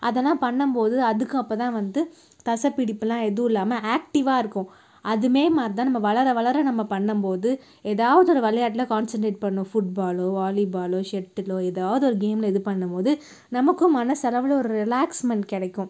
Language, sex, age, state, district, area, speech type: Tamil, female, 30-45, Tamil Nadu, Cuddalore, urban, spontaneous